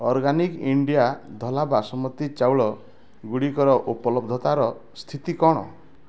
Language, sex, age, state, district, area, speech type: Odia, male, 45-60, Odisha, Bargarh, rural, read